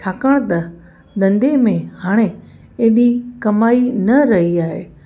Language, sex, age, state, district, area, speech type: Sindhi, female, 30-45, Gujarat, Kutch, rural, spontaneous